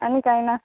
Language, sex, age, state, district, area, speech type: Goan Konkani, female, 30-45, Goa, Quepem, rural, conversation